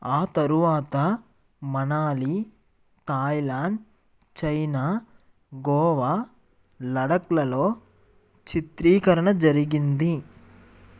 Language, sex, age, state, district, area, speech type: Telugu, male, 30-45, Andhra Pradesh, N T Rama Rao, urban, read